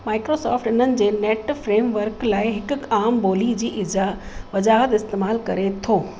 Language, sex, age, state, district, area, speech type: Sindhi, female, 45-60, Gujarat, Kutch, rural, read